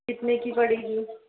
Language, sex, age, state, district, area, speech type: Hindi, female, 30-45, Madhya Pradesh, Chhindwara, urban, conversation